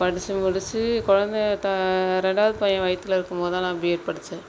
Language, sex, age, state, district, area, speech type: Tamil, female, 30-45, Tamil Nadu, Thanjavur, rural, spontaneous